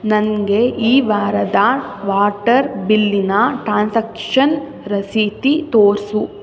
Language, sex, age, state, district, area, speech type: Kannada, female, 18-30, Karnataka, Mysore, urban, read